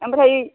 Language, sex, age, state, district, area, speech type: Bodo, female, 60+, Assam, Kokrajhar, rural, conversation